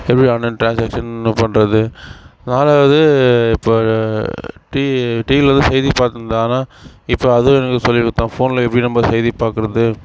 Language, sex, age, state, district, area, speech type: Tamil, male, 45-60, Tamil Nadu, Sivaganga, rural, spontaneous